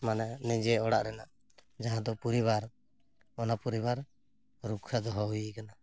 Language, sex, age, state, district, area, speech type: Santali, male, 30-45, West Bengal, Purulia, rural, spontaneous